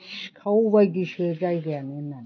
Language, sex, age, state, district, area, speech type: Bodo, female, 60+, Assam, Chirang, rural, spontaneous